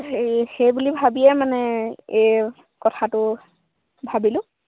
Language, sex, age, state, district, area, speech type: Assamese, female, 18-30, Assam, Sivasagar, rural, conversation